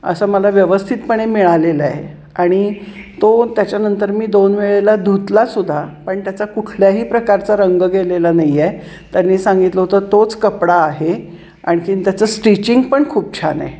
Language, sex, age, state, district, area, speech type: Marathi, female, 60+, Maharashtra, Kolhapur, urban, spontaneous